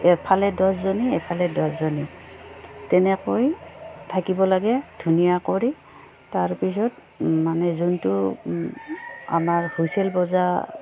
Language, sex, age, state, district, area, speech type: Assamese, female, 45-60, Assam, Udalguri, rural, spontaneous